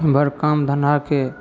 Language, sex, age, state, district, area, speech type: Maithili, male, 18-30, Bihar, Madhepura, rural, spontaneous